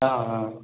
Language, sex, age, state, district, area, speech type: Tamil, male, 30-45, Tamil Nadu, Erode, rural, conversation